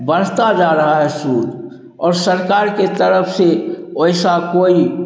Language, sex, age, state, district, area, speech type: Hindi, male, 60+, Bihar, Begusarai, rural, spontaneous